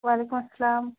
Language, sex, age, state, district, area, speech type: Urdu, female, 18-30, Uttar Pradesh, Balrampur, rural, conversation